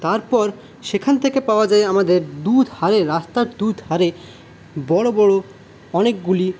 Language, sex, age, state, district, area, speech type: Bengali, male, 18-30, West Bengal, Paschim Bardhaman, rural, spontaneous